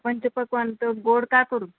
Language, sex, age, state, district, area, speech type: Marathi, female, 60+, Maharashtra, Nagpur, urban, conversation